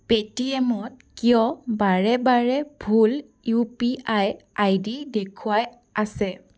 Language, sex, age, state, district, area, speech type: Assamese, female, 18-30, Assam, Biswanath, rural, read